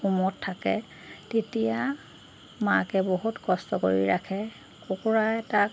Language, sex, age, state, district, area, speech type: Assamese, female, 45-60, Assam, Golaghat, rural, spontaneous